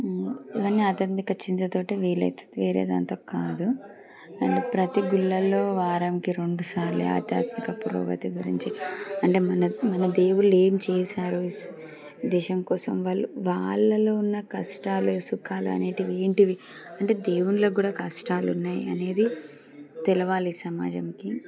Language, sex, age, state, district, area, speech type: Telugu, female, 30-45, Telangana, Medchal, urban, spontaneous